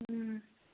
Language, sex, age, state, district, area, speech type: Manipuri, female, 45-60, Manipur, Churachandpur, urban, conversation